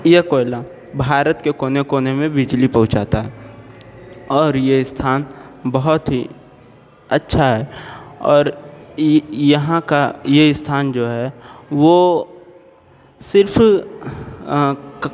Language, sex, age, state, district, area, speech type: Hindi, male, 18-30, Uttar Pradesh, Sonbhadra, rural, spontaneous